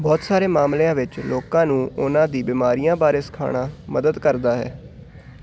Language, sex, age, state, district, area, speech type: Punjabi, male, 18-30, Punjab, Hoshiarpur, urban, read